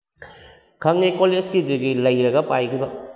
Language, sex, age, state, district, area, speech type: Manipuri, male, 45-60, Manipur, Kakching, rural, spontaneous